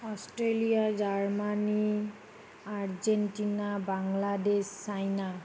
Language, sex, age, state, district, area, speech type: Assamese, female, 30-45, Assam, Nagaon, urban, spontaneous